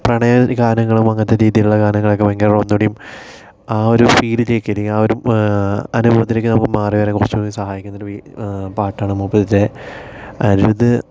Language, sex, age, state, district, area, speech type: Malayalam, male, 18-30, Kerala, Palakkad, urban, spontaneous